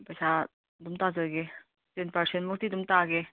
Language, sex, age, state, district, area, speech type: Manipuri, female, 30-45, Manipur, Imphal East, rural, conversation